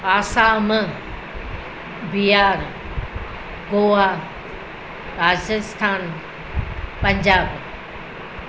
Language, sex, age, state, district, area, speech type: Sindhi, female, 60+, Gujarat, Junagadh, urban, spontaneous